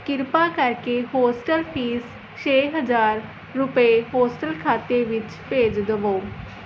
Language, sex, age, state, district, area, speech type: Punjabi, female, 18-30, Punjab, Mohali, rural, read